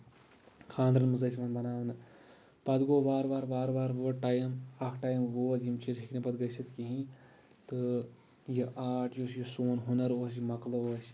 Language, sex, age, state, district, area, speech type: Kashmiri, male, 30-45, Jammu and Kashmir, Shopian, rural, spontaneous